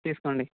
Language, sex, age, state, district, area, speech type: Telugu, male, 18-30, Telangana, Sangareddy, urban, conversation